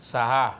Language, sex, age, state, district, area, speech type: Marathi, male, 30-45, Maharashtra, Yavatmal, rural, read